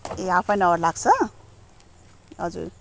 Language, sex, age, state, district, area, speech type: Nepali, female, 45-60, West Bengal, Kalimpong, rural, spontaneous